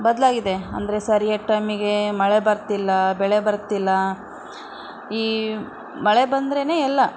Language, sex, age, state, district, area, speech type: Kannada, female, 30-45, Karnataka, Davanagere, rural, spontaneous